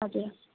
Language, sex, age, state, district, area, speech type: Nepali, female, 18-30, West Bengal, Kalimpong, rural, conversation